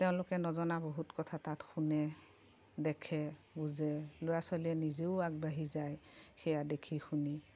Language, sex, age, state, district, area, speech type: Assamese, female, 45-60, Assam, Darrang, rural, spontaneous